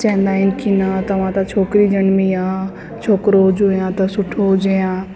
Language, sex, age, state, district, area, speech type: Sindhi, female, 30-45, Delhi, South Delhi, urban, spontaneous